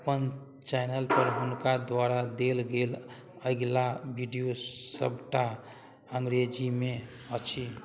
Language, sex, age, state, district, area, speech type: Maithili, male, 30-45, Bihar, Madhubani, rural, read